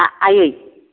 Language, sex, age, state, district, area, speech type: Bodo, female, 60+, Assam, Kokrajhar, rural, conversation